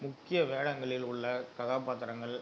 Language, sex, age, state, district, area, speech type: Tamil, male, 30-45, Tamil Nadu, Kallakurichi, urban, spontaneous